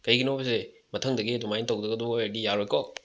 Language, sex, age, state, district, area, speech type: Manipuri, male, 18-30, Manipur, Bishnupur, rural, spontaneous